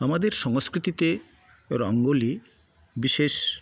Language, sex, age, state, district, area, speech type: Bengali, male, 60+, West Bengal, Paschim Medinipur, rural, spontaneous